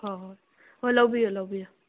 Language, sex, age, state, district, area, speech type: Manipuri, female, 18-30, Manipur, Kakching, rural, conversation